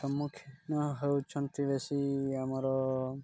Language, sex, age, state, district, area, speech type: Odia, male, 30-45, Odisha, Malkangiri, urban, spontaneous